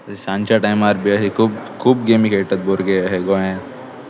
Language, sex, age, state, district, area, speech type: Goan Konkani, male, 18-30, Goa, Pernem, rural, spontaneous